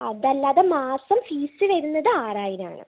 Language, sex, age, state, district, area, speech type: Malayalam, female, 18-30, Kerala, Wayanad, rural, conversation